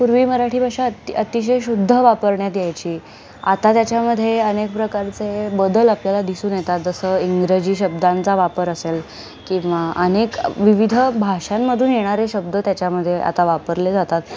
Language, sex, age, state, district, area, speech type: Marathi, female, 18-30, Maharashtra, Pune, urban, spontaneous